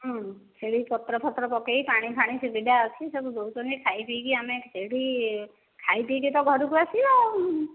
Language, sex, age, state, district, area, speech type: Odia, female, 30-45, Odisha, Dhenkanal, rural, conversation